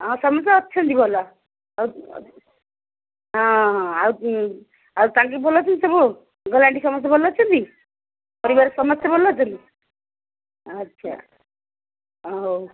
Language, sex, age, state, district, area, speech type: Odia, female, 45-60, Odisha, Ganjam, urban, conversation